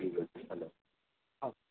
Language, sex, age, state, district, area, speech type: Odia, male, 18-30, Odisha, Sundergarh, urban, conversation